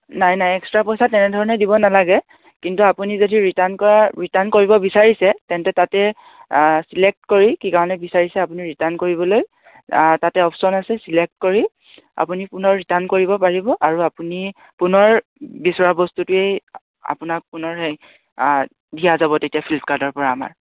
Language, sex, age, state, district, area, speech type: Assamese, male, 18-30, Assam, Dhemaji, rural, conversation